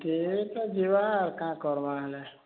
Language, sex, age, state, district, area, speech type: Odia, male, 18-30, Odisha, Boudh, rural, conversation